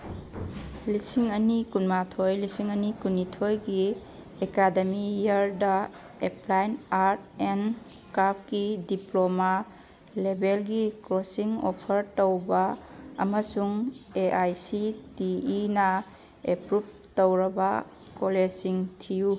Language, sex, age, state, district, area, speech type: Manipuri, female, 45-60, Manipur, Kangpokpi, urban, read